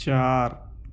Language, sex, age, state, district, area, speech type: Urdu, male, 18-30, Delhi, Central Delhi, urban, read